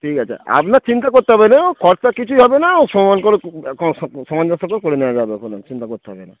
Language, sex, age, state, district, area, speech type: Bengali, male, 30-45, West Bengal, Darjeeling, rural, conversation